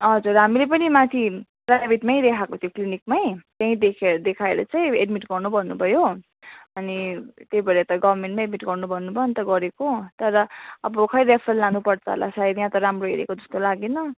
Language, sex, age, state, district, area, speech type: Nepali, female, 18-30, West Bengal, Jalpaiguri, urban, conversation